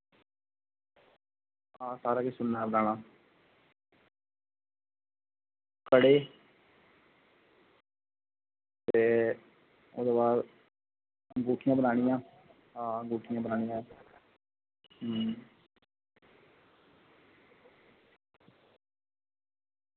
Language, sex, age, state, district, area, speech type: Dogri, male, 30-45, Jammu and Kashmir, Reasi, rural, conversation